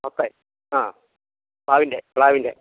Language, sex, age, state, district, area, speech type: Malayalam, male, 45-60, Kerala, Kottayam, rural, conversation